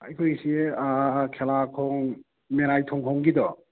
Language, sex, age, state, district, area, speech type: Manipuri, male, 30-45, Manipur, Thoubal, rural, conversation